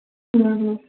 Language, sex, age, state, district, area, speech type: Dogri, female, 18-30, Jammu and Kashmir, Samba, urban, conversation